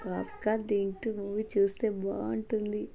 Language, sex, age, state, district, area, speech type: Telugu, female, 30-45, Telangana, Hanamkonda, rural, spontaneous